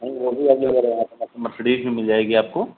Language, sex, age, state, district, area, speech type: Hindi, male, 30-45, Uttar Pradesh, Hardoi, rural, conversation